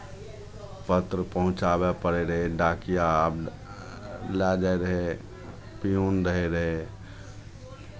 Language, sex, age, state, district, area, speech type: Maithili, male, 45-60, Bihar, Araria, rural, spontaneous